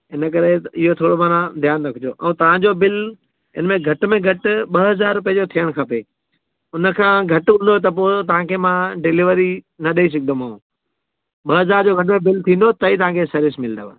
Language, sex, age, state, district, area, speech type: Sindhi, male, 45-60, Gujarat, Surat, urban, conversation